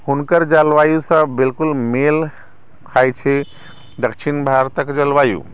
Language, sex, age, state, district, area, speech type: Maithili, male, 60+, Bihar, Sitamarhi, rural, spontaneous